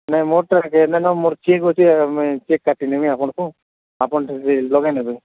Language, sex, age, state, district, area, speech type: Odia, female, 45-60, Odisha, Nuapada, urban, conversation